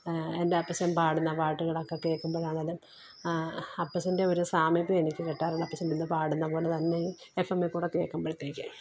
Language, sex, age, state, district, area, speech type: Malayalam, female, 45-60, Kerala, Alappuzha, rural, spontaneous